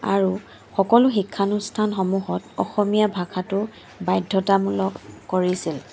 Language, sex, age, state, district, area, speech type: Assamese, female, 30-45, Assam, Charaideo, urban, spontaneous